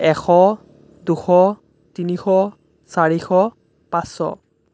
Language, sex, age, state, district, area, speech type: Assamese, male, 18-30, Assam, Sonitpur, rural, spontaneous